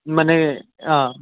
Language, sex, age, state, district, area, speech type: Assamese, male, 18-30, Assam, Dibrugarh, urban, conversation